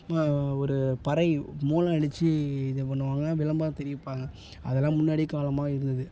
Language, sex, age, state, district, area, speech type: Tamil, male, 18-30, Tamil Nadu, Thanjavur, urban, spontaneous